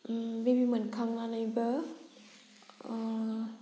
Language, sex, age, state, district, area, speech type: Bodo, female, 18-30, Assam, Udalguri, rural, spontaneous